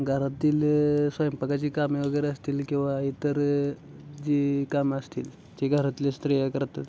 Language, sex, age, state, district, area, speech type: Marathi, male, 18-30, Maharashtra, Satara, rural, spontaneous